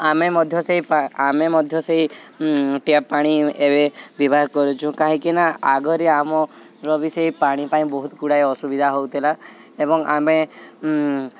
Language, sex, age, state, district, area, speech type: Odia, male, 18-30, Odisha, Subarnapur, urban, spontaneous